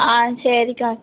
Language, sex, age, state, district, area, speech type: Tamil, female, 18-30, Tamil Nadu, Thoothukudi, rural, conversation